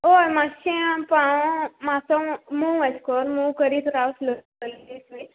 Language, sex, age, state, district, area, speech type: Goan Konkani, female, 18-30, Goa, Quepem, rural, conversation